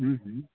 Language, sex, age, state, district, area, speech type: Maithili, male, 60+, Bihar, Sitamarhi, rural, conversation